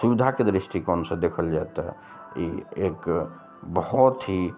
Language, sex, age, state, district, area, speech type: Maithili, male, 45-60, Bihar, Araria, rural, spontaneous